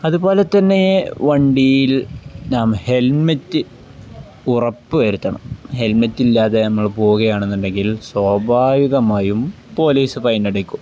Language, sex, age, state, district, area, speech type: Malayalam, male, 18-30, Kerala, Kozhikode, rural, spontaneous